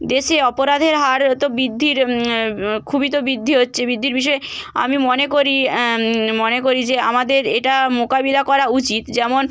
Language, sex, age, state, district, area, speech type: Bengali, female, 18-30, West Bengal, Bankura, urban, spontaneous